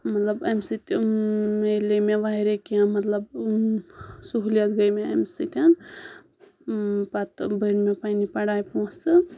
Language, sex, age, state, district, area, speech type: Kashmiri, female, 18-30, Jammu and Kashmir, Anantnag, rural, spontaneous